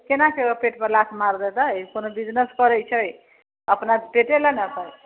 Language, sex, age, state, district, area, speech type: Maithili, female, 60+, Bihar, Sitamarhi, rural, conversation